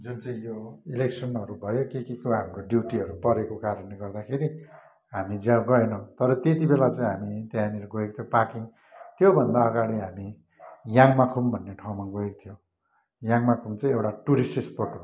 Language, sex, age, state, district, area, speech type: Nepali, male, 45-60, West Bengal, Kalimpong, rural, spontaneous